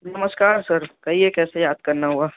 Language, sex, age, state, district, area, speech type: Urdu, male, 18-30, Bihar, Darbhanga, urban, conversation